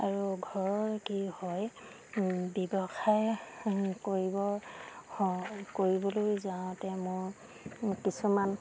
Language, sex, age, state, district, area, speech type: Assamese, female, 45-60, Assam, Sivasagar, rural, spontaneous